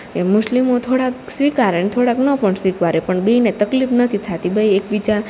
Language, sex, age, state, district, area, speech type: Gujarati, female, 18-30, Gujarat, Rajkot, rural, spontaneous